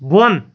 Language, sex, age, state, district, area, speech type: Kashmiri, male, 45-60, Jammu and Kashmir, Kulgam, rural, read